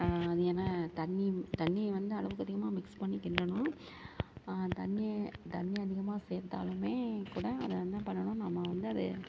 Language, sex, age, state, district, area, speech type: Tamil, female, 45-60, Tamil Nadu, Thanjavur, rural, spontaneous